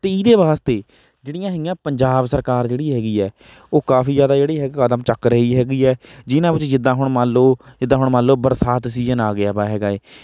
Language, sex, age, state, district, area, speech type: Punjabi, male, 30-45, Punjab, Hoshiarpur, rural, spontaneous